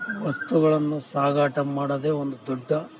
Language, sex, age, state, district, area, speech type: Kannada, male, 45-60, Karnataka, Bellary, rural, spontaneous